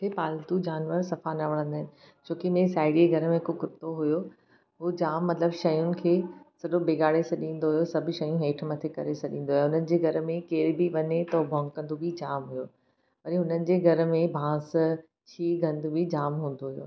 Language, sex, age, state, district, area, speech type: Sindhi, female, 30-45, Maharashtra, Thane, urban, spontaneous